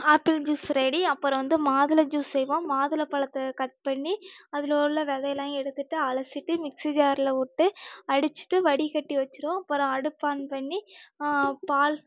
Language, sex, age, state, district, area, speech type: Tamil, female, 18-30, Tamil Nadu, Nagapattinam, rural, spontaneous